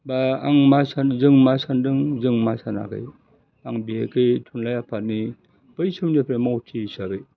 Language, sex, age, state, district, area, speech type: Bodo, male, 60+, Assam, Udalguri, urban, spontaneous